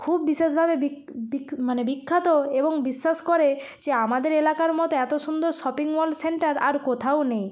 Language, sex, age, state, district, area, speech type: Bengali, female, 45-60, West Bengal, Nadia, rural, spontaneous